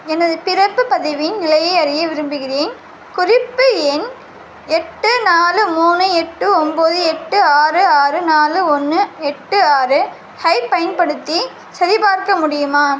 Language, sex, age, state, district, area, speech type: Tamil, female, 18-30, Tamil Nadu, Vellore, urban, read